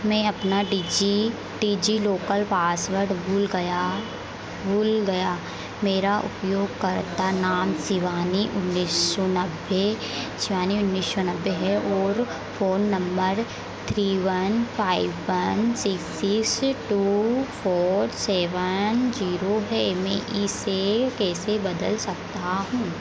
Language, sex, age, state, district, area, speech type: Hindi, female, 18-30, Madhya Pradesh, Harda, rural, read